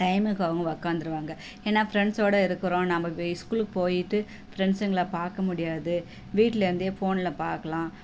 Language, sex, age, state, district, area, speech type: Tamil, female, 30-45, Tamil Nadu, Tirupattur, rural, spontaneous